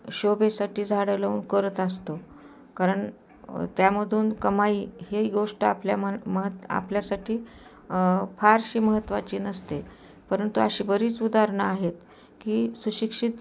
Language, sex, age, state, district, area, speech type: Marathi, female, 60+, Maharashtra, Osmanabad, rural, spontaneous